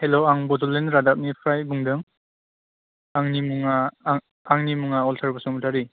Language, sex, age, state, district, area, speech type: Bodo, male, 30-45, Assam, Chirang, rural, conversation